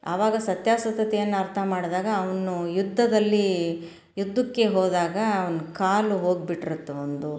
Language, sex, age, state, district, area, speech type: Kannada, female, 45-60, Karnataka, Koppal, rural, spontaneous